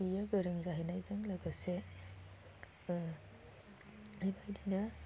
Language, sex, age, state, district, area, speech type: Bodo, female, 45-60, Assam, Chirang, rural, spontaneous